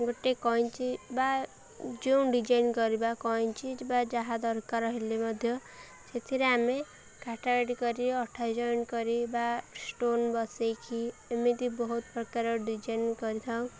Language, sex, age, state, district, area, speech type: Odia, female, 18-30, Odisha, Koraput, urban, spontaneous